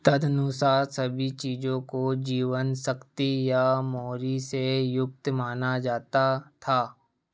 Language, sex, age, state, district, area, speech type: Hindi, male, 30-45, Madhya Pradesh, Seoni, rural, read